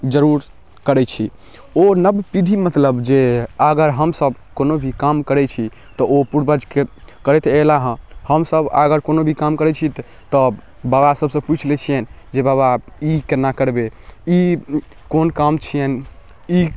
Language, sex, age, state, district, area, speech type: Maithili, male, 18-30, Bihar, Darbhanga, rural, spontaneous